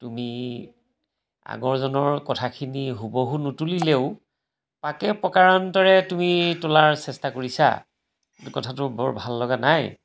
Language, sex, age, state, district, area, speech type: Assamese, male, 60+, Assam, Majuli, urban, spontaneous